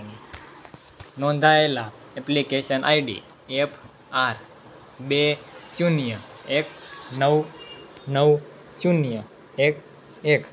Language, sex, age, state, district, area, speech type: Gujarati, male, 18-30, Gujarat, Anand, rural, read